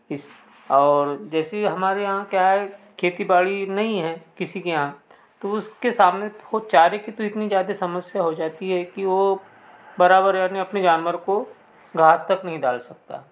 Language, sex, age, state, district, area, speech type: Hindi, male, 45-60, Madhya Pradesh, Betul, rural, spontaneous